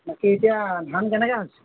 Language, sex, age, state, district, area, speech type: Assamese, male, 45-60, Assam, Golaghat, rural, conversation